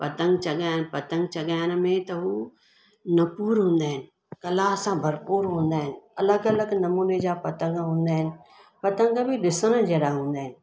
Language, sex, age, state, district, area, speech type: Sindhi, female, 60+, Gujarat, Surat, urban, spontaneous